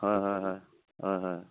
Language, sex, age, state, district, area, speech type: Assamese, male, 45-60, Assam, Charaideo, rural, conversation